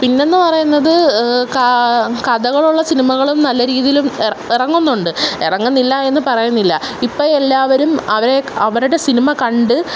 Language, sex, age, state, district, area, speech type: Malayalam, female, 18-30, Kerala, Kollam, urban, spontaneous